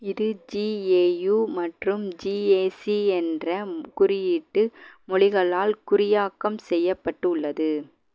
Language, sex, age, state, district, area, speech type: Tamil, female, 18-30, Tamil Nadu, Madurai, urban, read